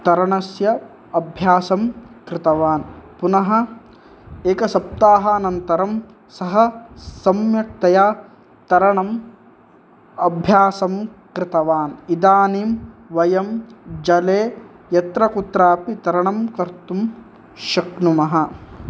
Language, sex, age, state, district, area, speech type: Sanskrit, male, 18-30, Karnataka, Uttara Kannada, rural, spontaneous